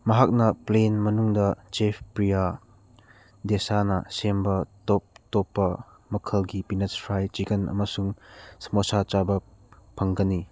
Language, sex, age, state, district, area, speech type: Manipuri, male, 30-45, Manipur, Churachandpur, rural, read